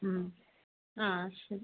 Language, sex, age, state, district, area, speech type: Malayalam, female, 18-30, Kerala, Kozhikode, urban, conversation